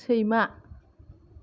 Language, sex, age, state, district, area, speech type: Bodo, female, 45-60, Assam, Kokrajhar, urban, read